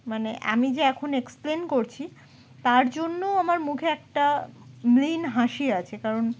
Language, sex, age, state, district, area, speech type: Bengali, female, 30-45, West Bengal, Dakshin Dinajpur, urban, spontaneous